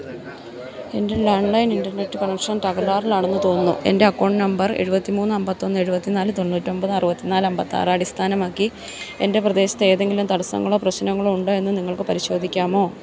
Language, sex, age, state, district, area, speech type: Malayalam, female, 30-45, Kerala, Idukki, rural, read